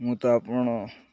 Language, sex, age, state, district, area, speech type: Odia, male, 18-30, Odisha, Malkangiri, urban, spontaneous